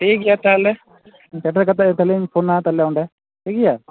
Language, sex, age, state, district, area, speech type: Santali, male, 18-30, West Bengal, Malda, rural, conversation